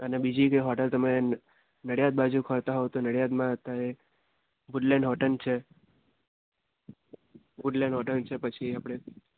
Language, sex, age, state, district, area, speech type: Gujarati, male, 18-30, Gujarat, Kheda, rural, conversation